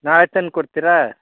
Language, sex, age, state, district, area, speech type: Kannada, male, 18-30, Karnataka, Chamarajanagar, rural, conversation